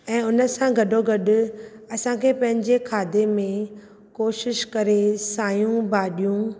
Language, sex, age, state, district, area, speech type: Sindhi, female, 45-60, Maharashtra, Thane, urban, spontaneous